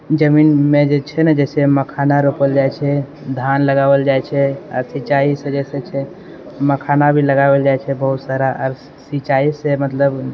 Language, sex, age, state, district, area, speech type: Maithili, male, 18-30, Bihar, Purnia, urban, spontaneous